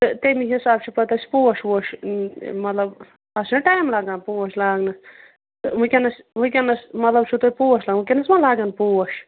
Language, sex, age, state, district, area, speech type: Kashmiri, female, 45-60, Jammu and Kashmir, Ganderbal, rural, conversation